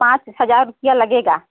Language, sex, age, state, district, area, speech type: Hindi, female, 60+, Uttar Pradesh, Prayagraj, urban, conversation